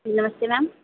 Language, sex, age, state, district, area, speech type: Hindi, female, 30-45, Uttar Pradesh, Sitapur, rural, conversation